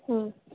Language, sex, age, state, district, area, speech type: Tamil, female, 18-30, Tamil Nadu, Thanjavur, rural, conversation